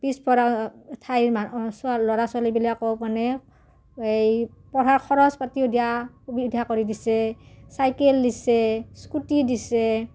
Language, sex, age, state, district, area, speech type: Assamese, female, 45-60, Assam, Udalguri, rural, spontaneous